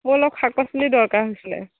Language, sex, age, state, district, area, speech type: Assamese, female, 45-60, Assam, Morigaon, rural, conversation